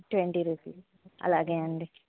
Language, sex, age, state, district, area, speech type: Telugu, female, 18-30, Andhra Pradesh, Palnadu, rural, conversation